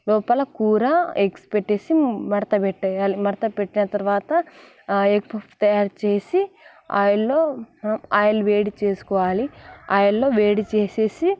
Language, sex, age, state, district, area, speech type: Telugu, female, 18-30, Telangana, Nalgonda, rural, spontaneous